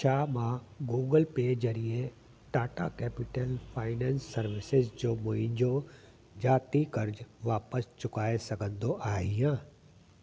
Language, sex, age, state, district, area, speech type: Sindhi, male, 45-60, Delhi, South Delhi, urban, read